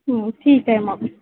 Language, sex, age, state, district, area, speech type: Marathi, female, 30-45, Maharashtra, Yavatmal, rural, conversation